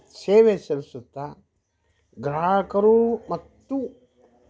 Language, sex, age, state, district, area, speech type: Kannada, male, 60+, Karnataka, Vijayanagara, rural, spontaneous